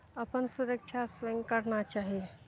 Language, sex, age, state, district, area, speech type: Maithili, female, 30-45, Bihar, Araria, rural, spontaneous